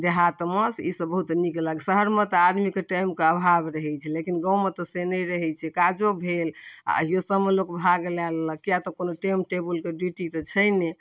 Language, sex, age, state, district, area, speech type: Maithili, female, 45-60, Bihar, Darbhanga, urban, spontaneous